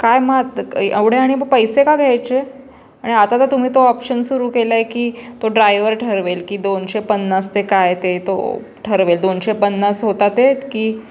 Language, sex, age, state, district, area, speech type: Marathi, female, 18-30, Maharashtra, Pune, urban, spontaneous